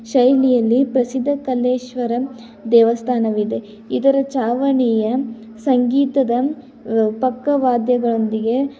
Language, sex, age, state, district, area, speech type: Kannada, female, 18-30, Karnataka, Tumkur, rural, spontaneous